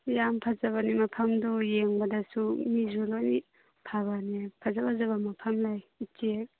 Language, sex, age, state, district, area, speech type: Manipuri, female, 18-30, Manipur, Churachandpur, urban, conversation